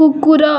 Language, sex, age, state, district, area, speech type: Odia, female, 18-30, Odisha, Bargarh, rural, read